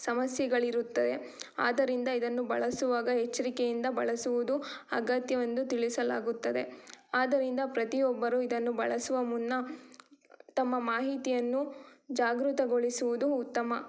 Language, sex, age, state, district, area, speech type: Kannada, female, 18-30, Karnataka, Tumkur, rural, spontaneous